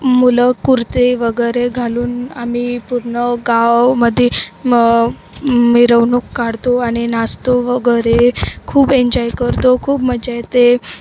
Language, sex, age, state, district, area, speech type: Marathi, female, 30-45, Maharashtra, Wardha, rural, spontaneous